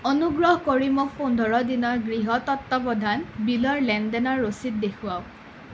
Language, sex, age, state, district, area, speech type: Assamese, other, 18-30, Assam, Nalbari, rural, read